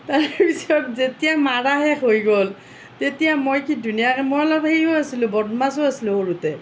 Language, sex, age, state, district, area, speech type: Assamese, female, 45-60, Assam, Nalbari, rural, spontaneous